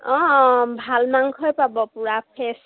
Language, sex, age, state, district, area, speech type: Assamese, female, 30-45, Assam, Sivasagar, rural, conversation